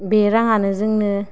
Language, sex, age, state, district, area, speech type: Bodo, female, 18-30, Assam, Kokrajhar, rural, spontaneous